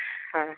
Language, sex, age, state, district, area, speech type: Maithili, female, 45-60, Bihar, Samastipur, rural, conversation